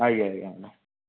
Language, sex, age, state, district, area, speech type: Odia, male, 18-30, Odisha, Cuttack, urban, conversation